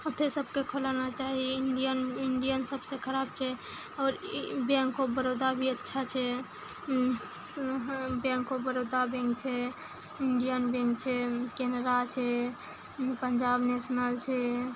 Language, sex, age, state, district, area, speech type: Maithili, female, 18-30, Bihar, Araria, urban, spontaneous